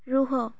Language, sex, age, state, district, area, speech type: Odia, female, 18-30, Odisha, Malkangiri, urban, read